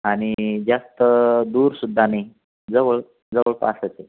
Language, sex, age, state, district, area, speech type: Marathi, male, 45-60, Maharashtra, Buldhana, rural, conversation